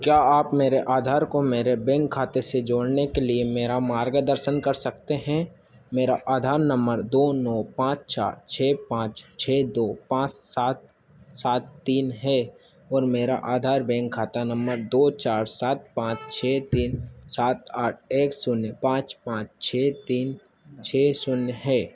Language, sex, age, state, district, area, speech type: Hindi, male, 18-30, Madhya Pradesh, Harda, urban, read